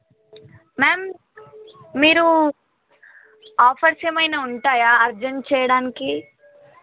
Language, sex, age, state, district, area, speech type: Telugu, female, 18-30, Telangana, Yadadri Bhuvanagiri, urban, conversation